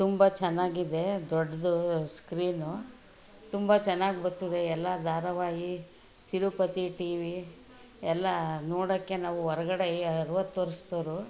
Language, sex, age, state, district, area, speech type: Kannada, female, 60+, Karnataka, Mandya, urban, spontaneous